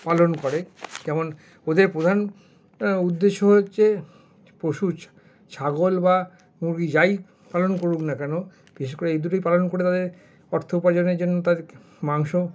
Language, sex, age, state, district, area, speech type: Bengali, male, 60+, West Bengal, Paschim Bardhaman, urban, spontaneous